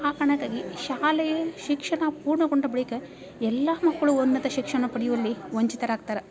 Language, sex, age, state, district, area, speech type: Kannada, female, 30-45, Karnataka, Dharwad, rural, spontaneous